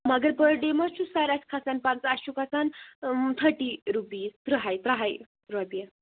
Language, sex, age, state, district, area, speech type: Kashmiri, female, 18-30, Jammu and Kashmir, Kupwara, rural, conversation